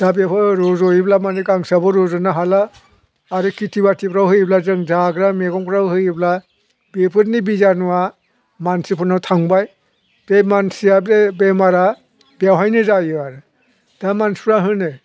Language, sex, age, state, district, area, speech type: Bodo, male, 60+, Assam, Chirang, rural, spontaneous